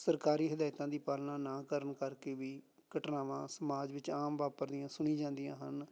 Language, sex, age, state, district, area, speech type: Punjabi, male, 30-45, Punjab, Amritsar, urban, spontaneous